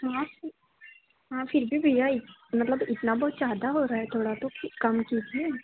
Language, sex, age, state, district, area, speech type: Hindi, female, 18-30, Madhya Pradesh, Chhindwara, urban, conversation